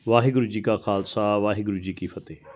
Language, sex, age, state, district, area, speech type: Punjabi, male, 45-60, Punjab, Fatehgarh Sahib, urban, spontaneous